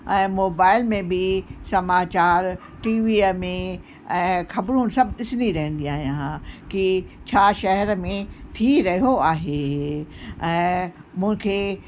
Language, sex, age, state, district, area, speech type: Sindhi, female, 60+, Uttar Pradesh, Lucknow, rural, spontaneous